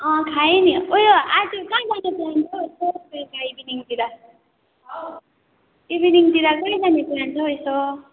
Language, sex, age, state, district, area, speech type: Nepali, female, 18-30, West Bengal, Darjeeling, rural, conversation